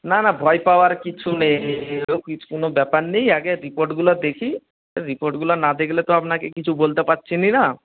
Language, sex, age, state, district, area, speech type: Bengali, male, 60+, West Bengal, Nadia, rural, conversation